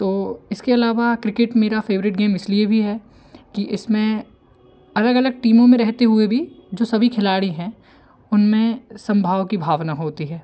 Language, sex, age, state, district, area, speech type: Hindi, male, 18-30, Madhya Pradesh, Hoshangabad, rural, spontaneous